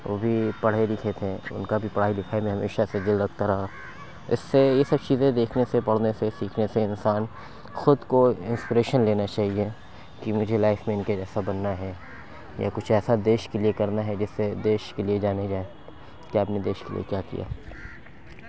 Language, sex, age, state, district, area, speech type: Urdu, male, 30-45, Uttar Pradesh, Lucknow, urban, spontaneous